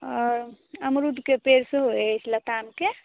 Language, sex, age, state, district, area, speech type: Maithili, female, 18-30, Bihar, Madhubani, rural, conversation